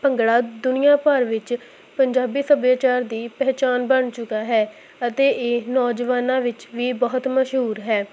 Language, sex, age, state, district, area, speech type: Punjabi, female, 18-30, Punjab, Hoshiarpur, rural, spontaneous